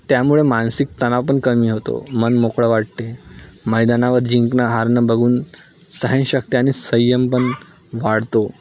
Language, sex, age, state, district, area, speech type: Marathi, male, 18-30, Maharashtra, Nagpur, rural, spontaneous